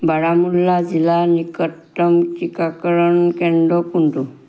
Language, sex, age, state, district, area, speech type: Assamese, female, 60+, Assam, Charaideo, rural, read